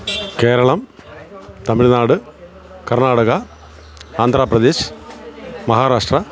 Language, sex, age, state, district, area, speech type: Malayalam, male, 45-60, Kerala, Kollam, rural, spontaneous